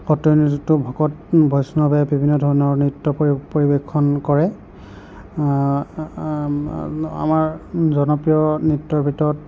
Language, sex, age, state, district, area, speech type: Assamese, male, 45-60, Assam, Nagaon, rural, spontaneous